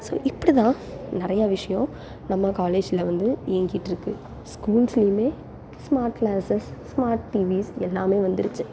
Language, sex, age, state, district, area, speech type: Tamil, female, 18-30, Tamil Nadu, Salem, urban, spontaneous